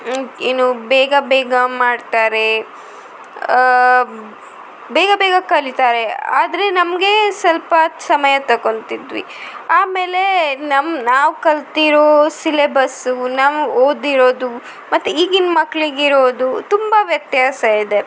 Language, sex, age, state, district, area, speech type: Kannada, female, 30-45, Karnataka, Shimoga, rural, spontaneous